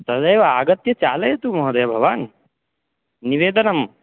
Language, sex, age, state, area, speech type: Sanskrit, male, 18-30, Chhattisgarh, rural, conversation